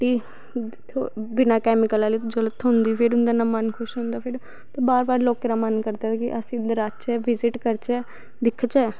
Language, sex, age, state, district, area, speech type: Dogri, female, 18-30, Jammu and Kashmir, Samba, rural, spontaneous